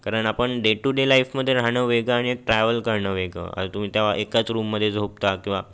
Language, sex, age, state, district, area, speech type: Marathi, male, 18-30, Maharashtra, Raigad, urban, spontaneous